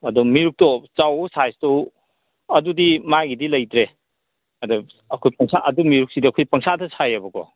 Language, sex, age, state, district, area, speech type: Manipuri, male, 45-60, Manipur, Kangpokpi, urban, conversation